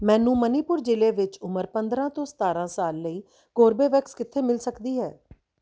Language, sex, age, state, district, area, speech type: Punjabi, female, 30-45, Punjab, Tarn Taran, urban, read